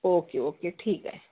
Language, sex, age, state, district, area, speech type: Marathi, female, 30-45, Maharashtra, Nagpur, urban, conversation